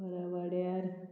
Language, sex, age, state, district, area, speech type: Goan Konkani, female, 45-60, Goa, Murmgao, rural, spontaneous